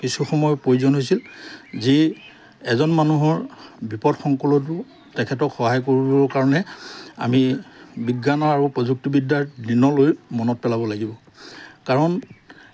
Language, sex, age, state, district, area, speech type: Assamese, male, 45-60, Assam, Lakhimpur, rural, spontaneous